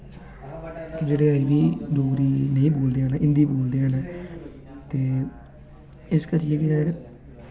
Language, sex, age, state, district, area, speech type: Dogri, male, 18-30, Jammu and Kashmir, Samba, rural, spontaneous